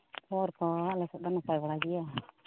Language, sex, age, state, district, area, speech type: Santali, female, 30-45, Jharkhand, East Singhbhum, rural, conversation